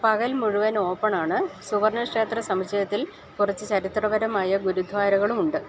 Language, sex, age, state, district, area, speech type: Malayalam, female, 60+, Kerala, Idukki, rural, read